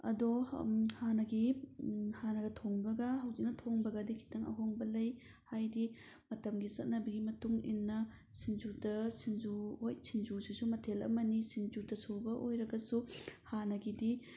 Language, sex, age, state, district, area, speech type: Manipuri, female, 30-45, Manipur, Thoubal, rural, spontaneous